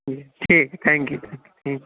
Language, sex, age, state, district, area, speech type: Urdu, male, 30-45, Uttar Pradesh, Lucknow, urban, conversation